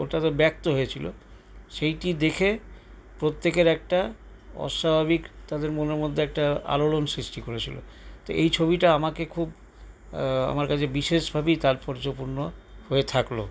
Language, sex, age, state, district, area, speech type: Bengali, male, 60+, West Bengal, Paschim Bardhaman, urban, spontaneous